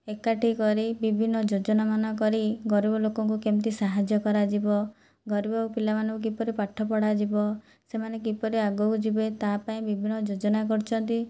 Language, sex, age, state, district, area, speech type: Odia, female, 30-45, Odisha, Boudh, rural, spontaneous